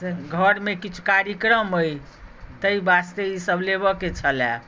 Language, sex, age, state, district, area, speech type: Maithili, female, 60+, Bihar, Madhubani, rural, spontaneous